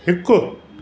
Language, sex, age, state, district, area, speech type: Sindhi, male, 60+, Delhi, South Delhi, urban, read